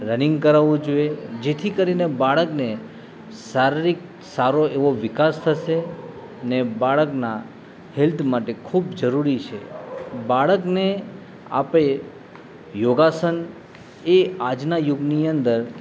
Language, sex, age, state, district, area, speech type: Gujarati, male, 30-45, Gujarat, Narmada, urban, spontaneous